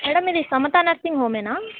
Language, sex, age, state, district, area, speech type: Telugu, female, 18-30, Telangana, Khammam, urban, conversation